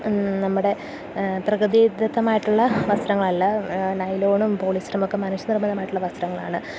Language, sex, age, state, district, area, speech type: Malayalam, female, 30-45, Kerala, Kottayam, rural, spontaneous